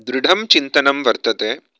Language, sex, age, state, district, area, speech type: Sanskrit, male, 30-45, Karnataka, Bangalore Urban, urban, spontaneous